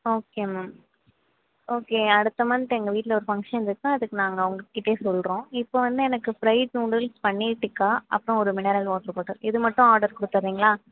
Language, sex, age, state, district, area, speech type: Tamil, female, 18-30, Tamil Nadu, Sivaganga, rural, conversation